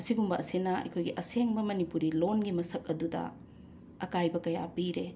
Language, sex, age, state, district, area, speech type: Manipuri, female, 60+, Manipur, Imphal East, urban, spontaneous